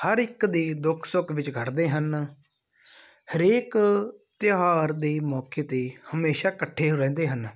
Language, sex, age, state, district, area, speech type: Punjabi, male, 18-30, Punjab, Muktsar, rural, spontaneous